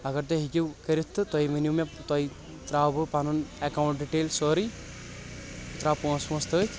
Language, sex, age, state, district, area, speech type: Kashmiri, male, 18-30, Jammu and Kashmir, Shopian, urban, spontaneous